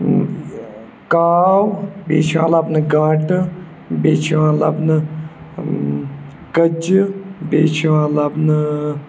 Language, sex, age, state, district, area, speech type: Kashmiri, male, 18-30, Jammu and Kashmir, Budgam, rural, spontaneous